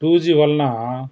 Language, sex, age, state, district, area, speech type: Telugu, male, 30-45, Andhra Pradesh, Chittoor, rural, spontaneous